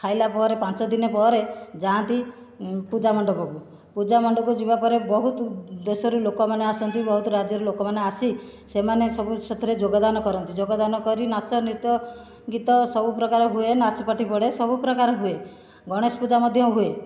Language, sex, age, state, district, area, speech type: Odia, female, 45-60, Odisha, Khordha, rural, spontaneous